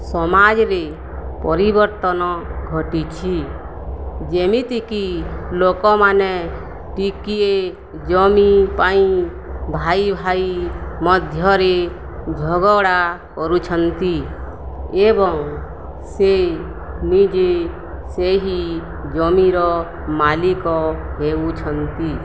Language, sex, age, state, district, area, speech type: Odia, female, 45-60, Odisha, Balangir, urban, spontaneous